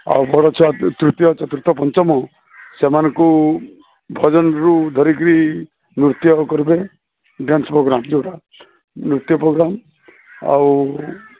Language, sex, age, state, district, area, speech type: Odia, male, 45-60, Odisha, Sambalpur, rural, conversation